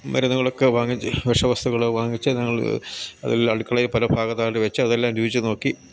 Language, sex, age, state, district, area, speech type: Malayalam, male, 60+, Kerala, Idukki, rural, spontaneous